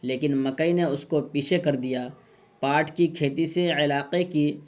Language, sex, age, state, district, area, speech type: Urdu, male, 30-45, Bihar, Purnia, rural, spontaneous